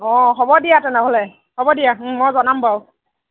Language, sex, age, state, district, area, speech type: Assamese, female, 30-45, Assam, Kamrup Metropolitan, urban, conversation